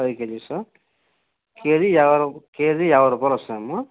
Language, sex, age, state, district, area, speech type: Telugu, male, 30-45, Andhra Pradesh, Nandyal, rural, conversation